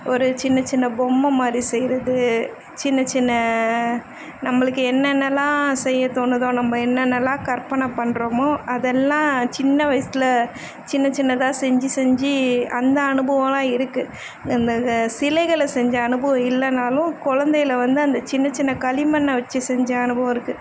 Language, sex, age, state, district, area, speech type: Tamil, female, 30-45, Tamil Nadu, Chennai, urban, spontaneous